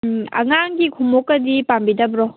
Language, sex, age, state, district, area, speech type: Manipuri, female, 18-30, Manipur, Kangpokpi, urban, conversation